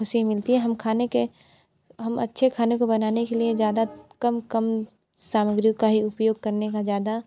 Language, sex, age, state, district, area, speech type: Hindi, female, 45-60, Uttar Pradesh, Sonbhadra, rural, spontaneous